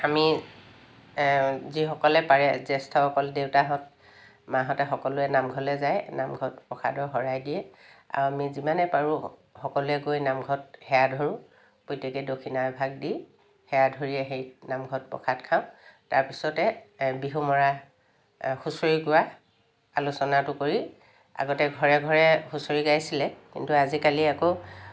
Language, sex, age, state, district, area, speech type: Assamese, female, 60+, Assam, Lakhimpur, urban, spontaneous